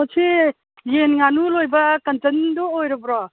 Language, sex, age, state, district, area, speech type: Manipuri, female, 45-60, Manipur, Imphal East, rural, conversation